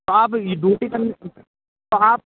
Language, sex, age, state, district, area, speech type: Hindi, male, 18-30, Rajasthan, Bharatpur, urban, conversation